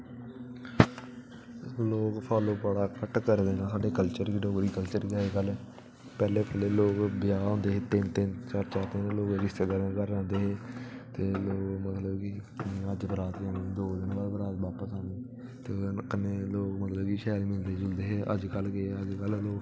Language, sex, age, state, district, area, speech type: Dogri, male, 18-30, Jammu and Kashmir, Samba, rural, spontaneous